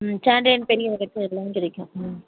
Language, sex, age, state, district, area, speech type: Tamil, female, 45-60, Tamil Nadu, Kanchipuram, urban, conversation